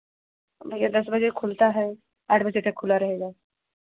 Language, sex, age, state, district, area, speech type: Hindi, female, 30-45, Uttar Pradesh, Prayagraj, rural, conversation